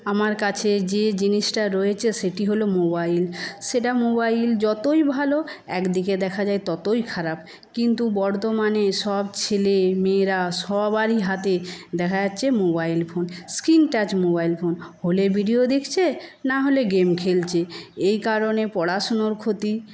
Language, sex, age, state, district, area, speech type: Bengali, female, 60+, West Bengal, Paschim Medinipur, rural, spontaneous